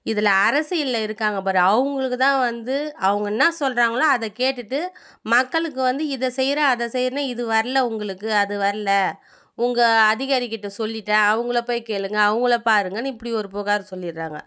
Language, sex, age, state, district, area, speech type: Tamil, female, 30-45, Tamil Nadu, Viluppuram, rural, spontaneous